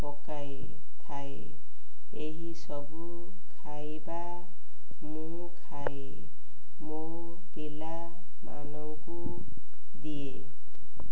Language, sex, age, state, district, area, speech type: Odia, female, 45-60, Odisha, Ganjam, urban, spontaneous